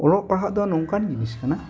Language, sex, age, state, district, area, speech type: Santali, male, 60+, West Bengal, Dakshin Dinajpur, rural, spontaneous